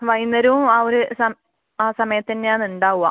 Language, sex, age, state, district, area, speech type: Malayalam, female, 18-30, Kerala, Kannur, rural, conversation